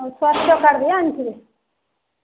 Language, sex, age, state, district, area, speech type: Odia, female, 45-60, Odisha, Sambalpur, rural, conversation